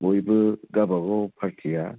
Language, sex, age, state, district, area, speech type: Bodo, male, 45-60, Assam, Baksa, rural, conversation